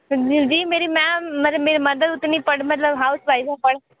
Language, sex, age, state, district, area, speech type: Hindi, female, 18-30, Uttar Pradesh, Sonbhadra, rural, conversation